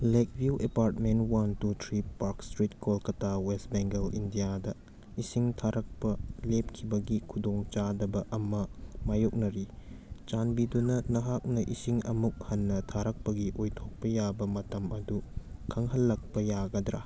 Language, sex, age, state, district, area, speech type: Manipuri, male, 18-30, Manipur, Churachandpur, rural, read